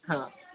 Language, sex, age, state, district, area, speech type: Marathi, male, 18-30, Maharashtra, Yavatmal, rural, conversation